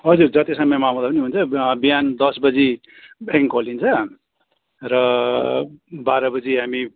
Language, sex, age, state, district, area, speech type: Nepali, male, 45-60, West Bengal, Jalpaiguri, urban, conversation